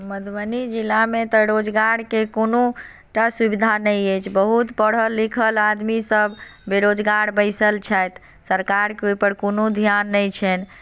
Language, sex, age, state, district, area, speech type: Maithili, female, 30-45, Bihar, Madhubani, rural, spontaneous